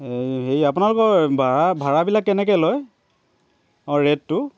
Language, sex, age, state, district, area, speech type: Assamese, male, 18-30, Assam, Dibrugarh, rural, spontaneous